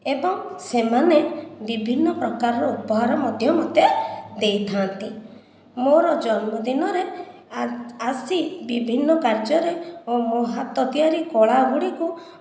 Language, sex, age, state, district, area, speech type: Odia, female, 30-45, Odisha, Khordha, rural, spontaneous